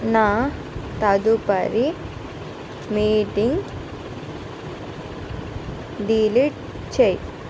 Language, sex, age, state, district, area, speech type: Telugu, female, 45-60, Andhra Pradesh, Visakhapatnam, rural, read